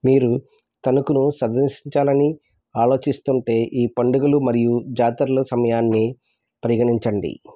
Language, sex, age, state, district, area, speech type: Telugu, male, 30-45, Andhra Pradesh, East Godavari, rural, spontaneous